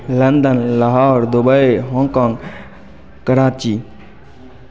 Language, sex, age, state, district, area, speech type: Hindi, male, 30-45, Bihar, Darbhanga, rural, spontaneous